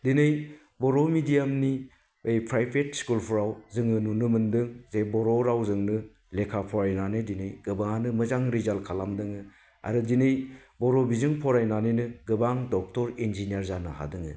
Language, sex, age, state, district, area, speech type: Bodo, male, 45-60, Assam, Baksa, rural, spontaneous